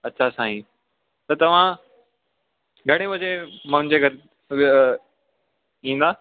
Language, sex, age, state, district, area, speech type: Sindhi, male, 18-30, Delhi, South Delhi, urban, conversation